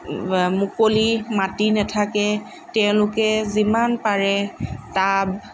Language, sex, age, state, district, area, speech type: Assamese, female, 30-45, Assam, Lakhimpur, rural, spontaneous